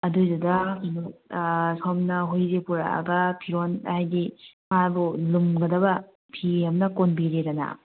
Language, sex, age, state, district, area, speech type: Manipuri, female, 30-45, Manipur, Kangpokpi, urban, conversation